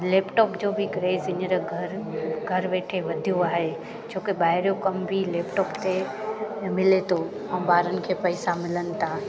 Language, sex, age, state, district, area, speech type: Sindhi, female, 30-45, Gujarat, Junagadh, urban, spontaneous